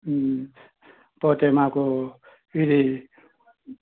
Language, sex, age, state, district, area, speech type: Telugu, male, 45-60, Telangana, Hyderabad, rural, conversation